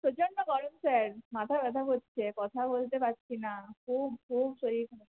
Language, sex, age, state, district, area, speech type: Bengali, female, 18-30, West Bengal, Purulia, urban, conversation